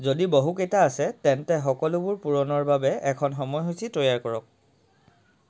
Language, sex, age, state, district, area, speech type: Assamese, male, 30-45, Assam, Sivasagar, rural, read